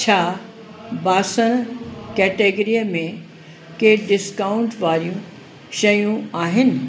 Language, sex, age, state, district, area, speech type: Sindhi, female, 60+, Uttar Pradesh, Lucknow, urban, read